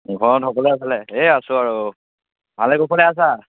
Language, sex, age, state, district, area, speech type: Assamese, male, 18-30, Assam, Majuli, rural, conversation